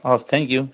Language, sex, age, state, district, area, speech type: Nepali, male, 60+, West Bengal, Kalimpong, rural, conversation